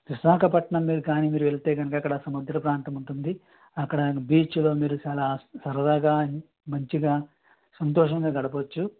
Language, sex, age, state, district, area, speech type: Telugu, male, 18-30, Andhra Pradesh, East Godavari, rural, conversation